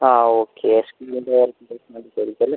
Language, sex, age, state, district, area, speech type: Malayalam, male, 18-30, Kerala, Wayanad, rural, conversation